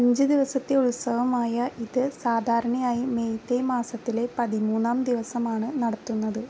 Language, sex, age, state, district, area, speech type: Malayalam, female, 18-30, Kerala, Ernakulam, rural, read